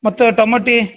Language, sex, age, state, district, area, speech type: Kannada, male, 60+, Karnataka, Dharwad, rural, conversation